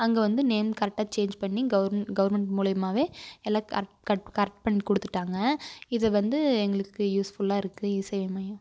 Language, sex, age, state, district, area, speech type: Tamil, female, 18-30, Tamil Nadu, Coimbatore, rural, spontaneous